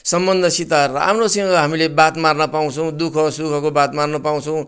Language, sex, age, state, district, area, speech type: Nepali, male, 60+, West Bengal, Kalimpong, rural, spontaneous